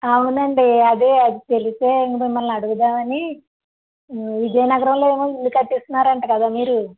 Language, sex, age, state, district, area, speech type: Telugu, female, 30-45, Andhra Pradesh, Vizianagaram, rural, conversation